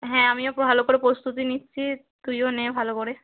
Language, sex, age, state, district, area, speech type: Bengali, female, 18-30, West Bengal, Nadia, rural, conversation